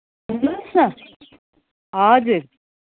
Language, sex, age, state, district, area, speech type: Nepali, female, 45-60, West Bengal, Kalimpong, rural, conversation